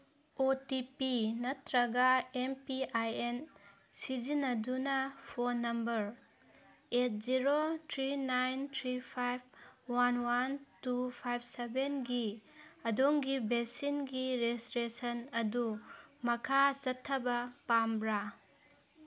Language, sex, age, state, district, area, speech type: Manipuri, female, 30-45, Manipur, Senapati, rural, read